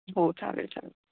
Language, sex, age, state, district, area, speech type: Marathi, female, 30-45, Maharashtra, Kolhapur, rural, conversation